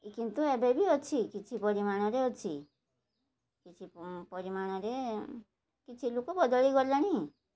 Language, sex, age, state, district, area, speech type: Odia, female, 30-45, Odisha, Mayurbhanj, rural, spontaneous